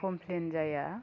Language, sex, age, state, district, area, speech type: Bodo, female, 30-45, Assam, Chirang, rural, spontaneous